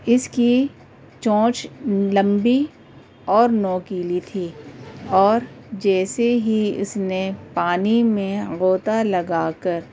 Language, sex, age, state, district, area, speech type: Urdu, female, 45-60, Delhi, North East Delhi, urban, spontaneous